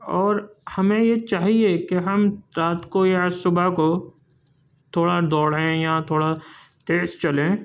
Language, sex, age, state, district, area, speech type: Urdu, male, 45-60, Uttar Pradesh, Gautam Buddha Nagar, urban, spontaneous